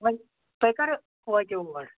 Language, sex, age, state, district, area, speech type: Kashmiri, female, 60+, Jammu and Kashmir, Anantnag, rural, conversation